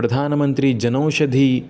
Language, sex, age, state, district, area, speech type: Sanskrit, male, 18-30, Karnataka, Udupi, rural, spontaneous